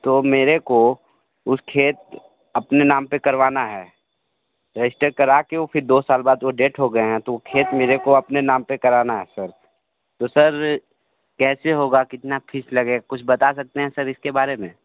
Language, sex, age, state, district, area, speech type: Hindi, male, 30-45, Uttar Pradesh, Sonbhadra, rural, conversation